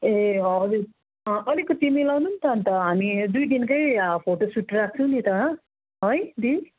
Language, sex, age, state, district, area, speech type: Nepali, female, 45-60, West Bengal, Darjeeling, rural, conversation